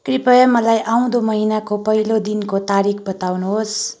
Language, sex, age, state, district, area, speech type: Nepali, female, 30-45, West Bengal, Kalimpong, rural, read